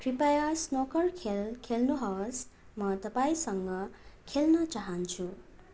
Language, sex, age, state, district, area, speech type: Nepali, female, 18-30, West Bengal, Darjeeling, rural, read